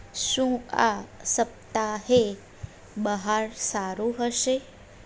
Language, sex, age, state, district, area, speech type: Gujarati, female, 18-30, Gujarat, Ahmedabad, urban, read